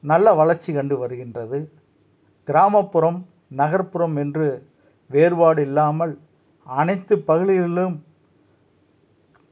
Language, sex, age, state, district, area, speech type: Tamil, male, 45-60, Tamil Nadu, Tiruppur, rural, spontaneous